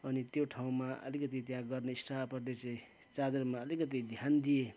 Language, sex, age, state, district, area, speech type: Nepali, male, 45-60, West Bengal, Kalimpong, rural, spontaneous